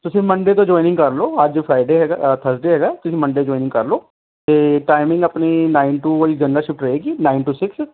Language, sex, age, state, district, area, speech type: Punjabi, male, 30-45, Punjab, Ludhiana, urban, conversation